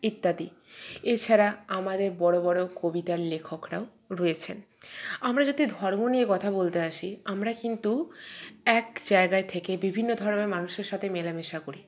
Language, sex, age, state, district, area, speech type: Bengali, female, 45-60, West Bengal, Purba Bardhaman, urban, spontaneous